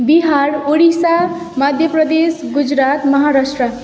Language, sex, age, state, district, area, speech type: Nepali, female, 18-30, West Bengal, Darjeeling, rural, spontaneous